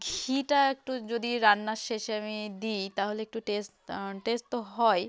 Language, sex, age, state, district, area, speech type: Bengali, female, 18-30, West Bengal, South 24 Parganas, rural, spontaneous